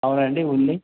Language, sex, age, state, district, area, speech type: Telugu, male, 18-30, Telangana, Medak, rural, conversation